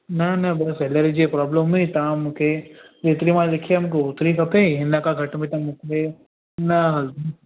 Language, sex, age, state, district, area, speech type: Sindhi, male, 18-30, Gujarat, Surat, urban, conversation